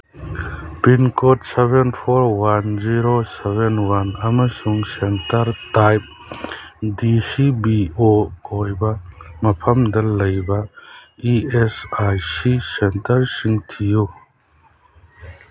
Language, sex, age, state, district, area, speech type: Manipuri, male, 45-60, Manipur, Churachandpur, rural, read